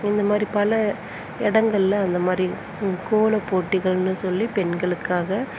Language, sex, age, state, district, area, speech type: Tamil, female, 30-45, Tamil Nadu, Perambalur, rural, spontaneous